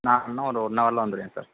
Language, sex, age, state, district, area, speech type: Tamil, male, 18-30, Tamil Nadu, Sivaganga, rural, conversation